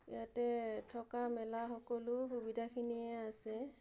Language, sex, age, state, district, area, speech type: Assamese, female, 30-45, Assam, Udalguri, urban, spontaneous